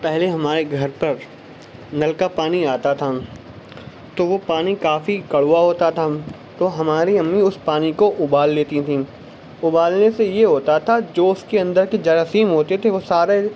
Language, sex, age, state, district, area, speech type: Urdu, male, 18-30, Uttar Pradesh, Shahjahanpur, urban, spontaneous